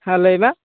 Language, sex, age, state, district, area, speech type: Santali, male, 18-30, West Bengal, Purba Bardhaman, rural, conversation